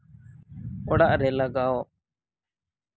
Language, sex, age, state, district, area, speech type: Santali, male, 18-30, West Bengal, Birbhum, rural, spontaneous